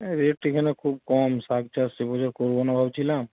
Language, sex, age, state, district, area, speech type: Bengali, male, 18-30, West Bengal, Paschim Medinipur, rural, conversation